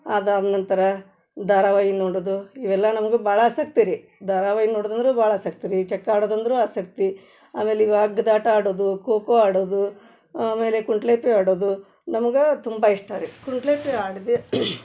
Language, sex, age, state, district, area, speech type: Kannada, female, 30-45, Karnataka, Gadag, rural, spontaneous